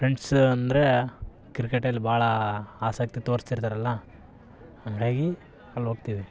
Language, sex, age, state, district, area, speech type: Kannada, male, 18-30, Karnataka, Vijayanagara, rural, spontaneous